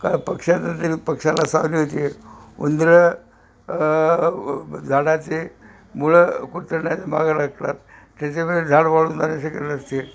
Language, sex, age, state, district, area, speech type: Marathi, male, 60+, Maharashtra, Nanded, rural, spontaneous